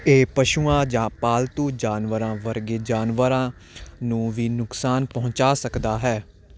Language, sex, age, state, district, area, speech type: Punjabi, male, 18-30, Punjab, Hoshiarpur, urban, read